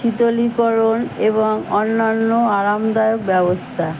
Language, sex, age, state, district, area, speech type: Bengali, female, 60+, West Bengal, Kolkata, urban, spontaneous